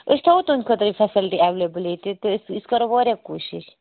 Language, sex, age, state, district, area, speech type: Kashmiri, female, 18-30, Jammu and Kashmir, Anantnag, rural, conversation